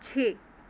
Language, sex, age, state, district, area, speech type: Punjabi, female, 30-45, Punjab, Mohali, urban, read